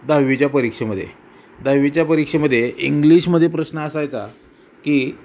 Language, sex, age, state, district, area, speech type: Marathi, male, 45-60, Maharashtra, Osmanabad, rural, spontaneous